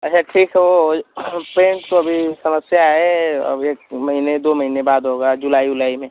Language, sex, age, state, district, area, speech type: Hindi, male, 18-30, Uttar Pradesh, Ghazipur, urban, conversation